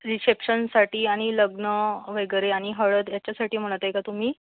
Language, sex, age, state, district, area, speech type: Marathi, female, 18-30, Maharashtra, Thane, rural, conversation